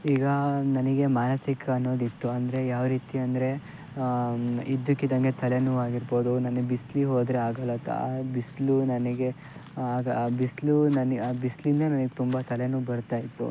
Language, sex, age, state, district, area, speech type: Kannada, male, 18-30, Karnataka, Shimoga, rural, spontaneous